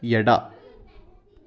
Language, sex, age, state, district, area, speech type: Kannada, male, 18-30, Karnataka, Chitradurga, rural, read